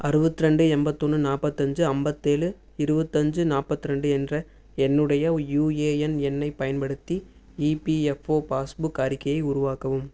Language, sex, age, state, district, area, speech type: Tamil, male, 18-30, Tamil Nadu, Erode, urban, read